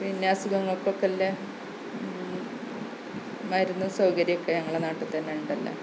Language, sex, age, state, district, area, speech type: Malayalam, female, 30-45, Kerala, Malappuram, rural, spontaneous